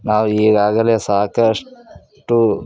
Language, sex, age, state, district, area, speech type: Kannada, male, 30-45, Karnataka, Koppal, rural, spontaneous